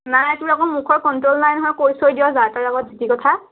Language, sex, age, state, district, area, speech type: Assamese, male, 18-30, Assam, Morigaon, rural, conversation